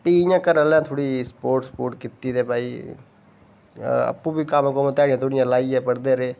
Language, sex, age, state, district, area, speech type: Dogri, male, 30-45, Jammu and Kashmir, Udhampur, rural, spontaneous